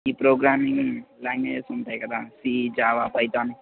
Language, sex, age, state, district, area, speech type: Telugu, male, 30-45, Andhra Pradesh, N T Rama Rao, urban, conversation